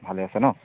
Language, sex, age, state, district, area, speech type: Assamese, male, 30-45, Assam, Biswanath, rural, conversation